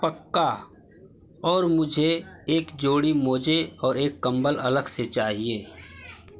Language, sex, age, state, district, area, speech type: Hindi, male, 30-45, Uttar Pradesh, Mau, urban, read